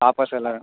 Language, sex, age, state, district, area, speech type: Tamil, male, 18-30, Tamil Nadu, Cuddalore, rural, conversation